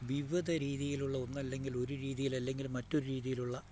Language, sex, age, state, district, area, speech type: Malayalam, male, 60+, Kerala, Idukki, rural, spontaneous